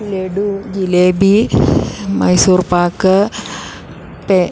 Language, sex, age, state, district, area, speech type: Malayalam, female, 60+, Kerala, Idukki, rural, spontaneous